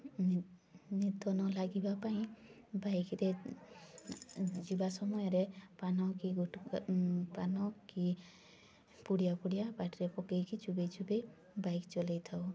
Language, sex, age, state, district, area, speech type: Odia, female, 18-30, Odisha, Mayurbhanj, rural, spontaneous